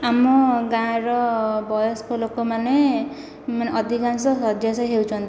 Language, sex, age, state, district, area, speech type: Odia, female, 18-30, Odisha, Khordha, rural, spontaneous